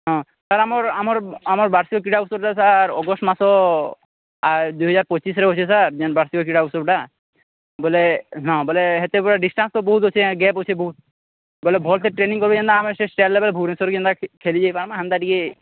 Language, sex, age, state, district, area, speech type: Odia, male, 30-45, Odisha, Sambalpur, rural, conversation